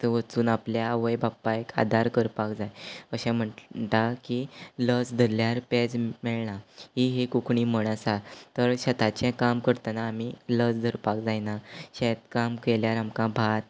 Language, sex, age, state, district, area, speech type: Goan Konkani, male, 18-30, Goa, Quepem, rural, spontaneous